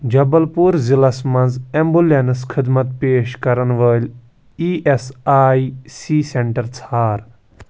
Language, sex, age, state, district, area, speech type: Kashmiri, male, 18-30, Jammu and Kashmir, Pulwama, rural, read